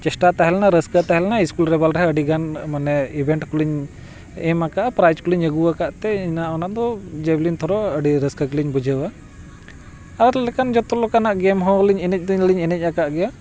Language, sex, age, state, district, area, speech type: Santali, male, 45-60, Jharkhand, Bokaro, rural, spontaneous